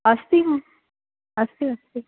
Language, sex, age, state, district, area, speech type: Sanskrit, female, 45-60, Maharashtra, Nagpur, urban, conversation